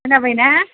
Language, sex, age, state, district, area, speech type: Bodo, female, 30-45, Assam, Chirang, rural, conversation